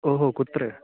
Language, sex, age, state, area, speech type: Sanskrit, male, 18-30, Uttarakhand, urban, conversation